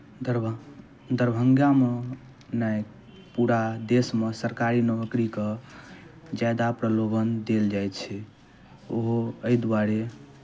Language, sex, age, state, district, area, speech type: Maithili, male, 18-30, Bihar, Darbhanga, rural, spontaneous